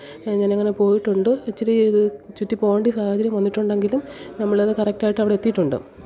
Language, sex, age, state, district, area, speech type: Malayalam, female, 30-45, Kerala, Kollam, rural, spontaneous